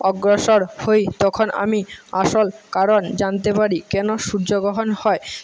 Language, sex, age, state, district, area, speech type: Bengali, male, 18-30, West Bengal, Jhargram, rural, spontaneous